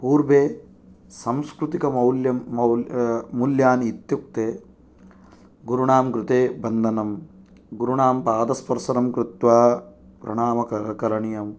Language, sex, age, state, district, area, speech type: Sanskrit, male, 18-30, Odisha, Jagatsinghpur, urban, spontaneous